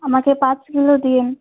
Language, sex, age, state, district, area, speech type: Bengali, female, 45-60, West Bengal, Alipurduar, rural, conversation